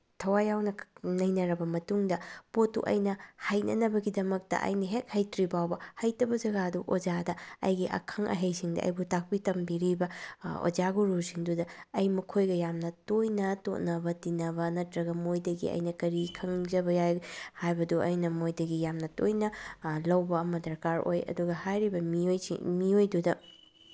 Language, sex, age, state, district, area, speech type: Manipuri, female, 45-60, Manipur, Bishnupur, rural, spontaneous